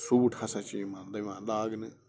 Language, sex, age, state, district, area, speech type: Kashmiri, male, 18-30, Jammu and Kashmir, Bandipora, rural, spontaneous